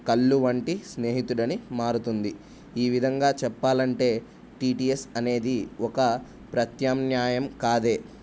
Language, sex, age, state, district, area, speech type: Telugu, male, 18-30, Telangana, Jayashankar, urban, spontaneous